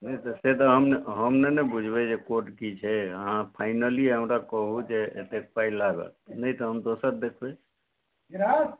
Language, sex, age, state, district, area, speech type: Maithili, male, 45-60, Bihar, Madhubani, rural, conversation